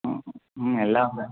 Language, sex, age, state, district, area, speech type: Tamil, male, 18-30, Tamil Nadu, Thanjavur, rural, conversation